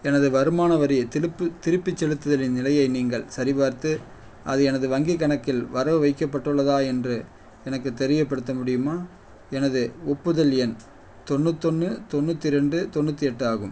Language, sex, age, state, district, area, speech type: Tamil, male, 45-60, Tamil Nadu, Perambalur, rural, read